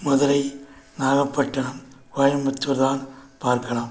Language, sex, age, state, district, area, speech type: Tamil, male, 60+, Tamil Nadu, Viluppuram, urban, spontaneous